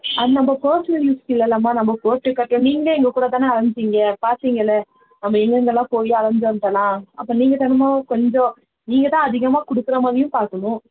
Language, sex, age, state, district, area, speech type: Tamil, female, 18-30, Tamil Nadu, Nilgiris, rural, conversation